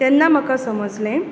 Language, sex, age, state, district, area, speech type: Goan Konkani, female, 30-45, Goa, Bardez, urban, spontaneous